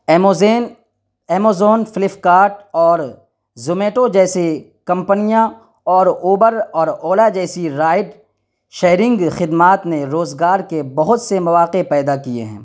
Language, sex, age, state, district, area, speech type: Urdu, male, 30-45, Bihar, Darbhanga, urban, spontaneous